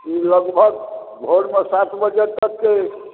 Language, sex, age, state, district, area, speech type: Maithili, male, 60+, Bihar, Supaul, rural, conversation